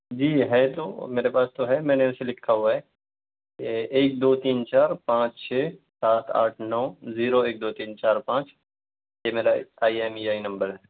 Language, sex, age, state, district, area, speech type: Urdu, male, 18-30, Delhi, South Delhi, rural, conversation